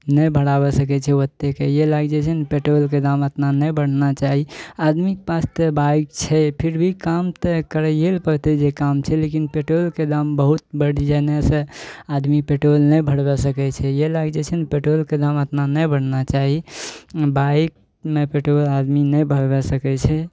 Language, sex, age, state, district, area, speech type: Maithili, male, 18-30, Bihar, Araria, rural, spontaneous